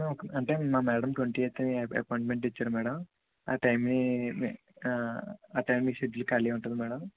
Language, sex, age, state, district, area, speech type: Telugu, male, 60+, Andhra Pradesh, Kakinada, urban, conversation